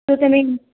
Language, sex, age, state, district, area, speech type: Gujarati, female, 18-30, Gujarat, Mehsana, rural, conversation